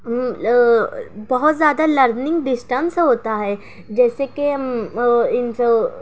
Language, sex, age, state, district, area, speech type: Urdu, female, 18-30, Maharashtra, Nashik, urban, spontaneous